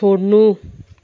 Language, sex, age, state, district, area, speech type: Nepali, female, 30-45, West Bengal, Kalimpong, rural, read